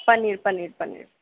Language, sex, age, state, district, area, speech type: Bengali, female, 60+, West Bengal, Paschim Bardhaman, rural, conversation